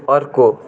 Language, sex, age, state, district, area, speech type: Nepali, male, 18-30, West Bengal, Darjeeling, rural, read